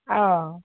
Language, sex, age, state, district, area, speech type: Assamese, female, 45-60, Assam, Sivasagar, rural, conversation